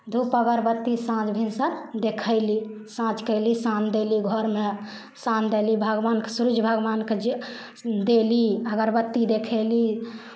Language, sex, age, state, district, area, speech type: Maithili, female, 18-30, Bihar, Samastipur, rural, spontaneous